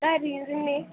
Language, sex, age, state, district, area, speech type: Dogri, female, 18-30, Jammu and Kashmir, Kathua, rural, conversation